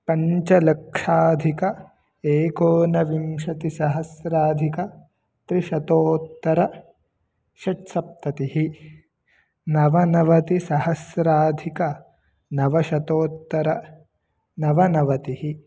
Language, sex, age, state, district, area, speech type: Sanskrit, male, 18-30, Karnataka, Mandya, rural, spontaneous